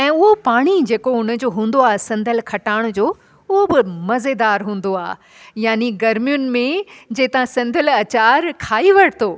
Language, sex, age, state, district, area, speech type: Sindhi, female, 45-60, Delhi, South Delhi, urban, spontaneous